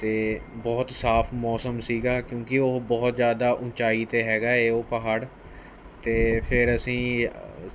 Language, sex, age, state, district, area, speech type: Punjabi, male, 18-30, Punjab, Mohali, urban, spontaneous